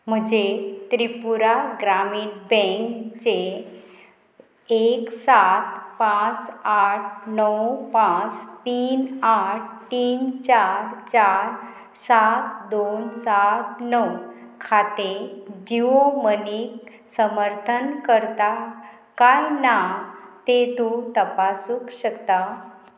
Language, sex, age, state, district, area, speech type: Goan Konkani, female, 45-60, Goa, Murmgao, rural, read